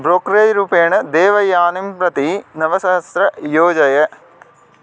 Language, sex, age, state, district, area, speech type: Sanskrit, male, 18-30, Odisha, Balangir, rural, read